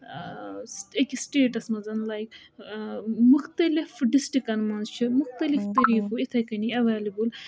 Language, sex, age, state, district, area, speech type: Kashmiri, female, 18-30, Jammu and Kashmir, Budgam, rural, spontaneous